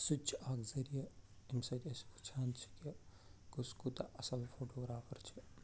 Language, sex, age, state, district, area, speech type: Kashmiri, male, 18-30, Jammu and Kashmir, Ganderbal, rural, spontaneous